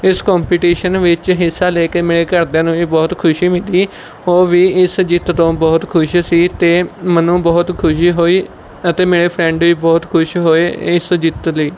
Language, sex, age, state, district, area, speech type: Punjabi, male, 18-30, Punjab, Mohali, rural, spontaneous